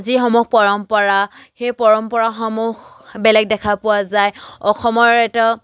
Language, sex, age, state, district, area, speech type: Assamese, female, 18-30, Assam, Charaideo, rural, spontaneous